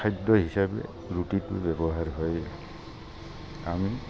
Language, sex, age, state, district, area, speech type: Assamese, male, 45-60, Assam, Barpeta, rural, spontaneous